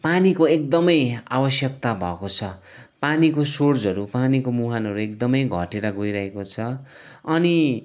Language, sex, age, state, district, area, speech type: Nepali, male, 45-60, West Bengal, Kalimpong, rural, spontaneous